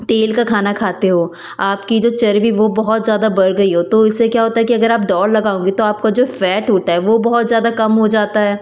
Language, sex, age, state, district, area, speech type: Hindi, female, 30-45, Madhya Pradesh, Betul, urban, spontaneous